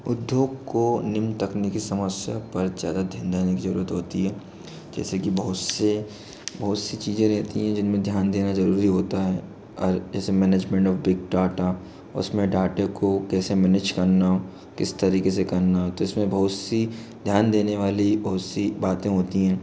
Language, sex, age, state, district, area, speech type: Hindi, male, 18-30, Madhya Pradesh, Bhopal, urban, spontaneous